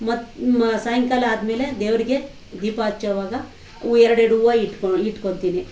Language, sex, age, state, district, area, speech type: Kannada, female, 45-60, Karnataka, Bangalore Urban, rural, spontaneous